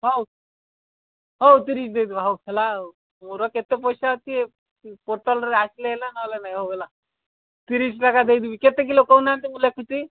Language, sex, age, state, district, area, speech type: Odia, male, 45-60, Odisha, Malkangiri, urban, conversation